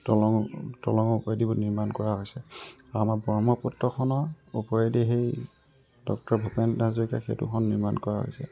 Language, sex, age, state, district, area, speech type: Assamese, male, 18-30, Assam, Tinsukia, urban, spontaneous